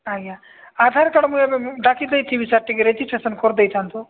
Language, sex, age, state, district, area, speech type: Odia, male, 45-60, Odisha, Nabarangpur, rural, conversation